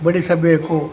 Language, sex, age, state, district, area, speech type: Kannada, male, 60+, Karnataka, Chamarajanagar, rural, spontaneous